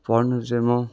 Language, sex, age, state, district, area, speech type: Nepali, male, 18-30, West Bengal, Darjeeling, rural, spontaneous